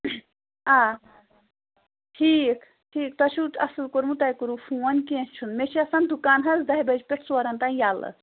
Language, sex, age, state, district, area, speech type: Kashmiri, female, 30-45, Jammu and Kashmir, Pulwama, urban, conversation